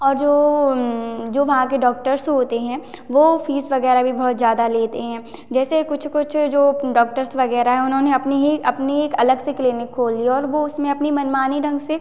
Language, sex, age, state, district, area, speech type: Hindi, female, 18-30, Madhya Pradesh, Hoshangabad, rural, spontaneous